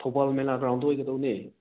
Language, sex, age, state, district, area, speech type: Manipuri, male, 18-30, Manipur, Thoubal, rural, conversation